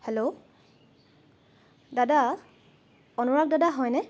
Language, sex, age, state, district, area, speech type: Assamese, female, 18-30, Assam, Charaideo, urban, spontaneous